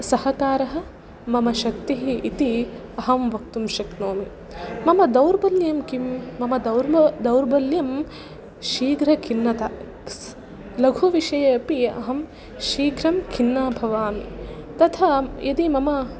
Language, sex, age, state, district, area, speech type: Sanskrit, female, 18-30, Karnataka, Udupi, rural, spontaneous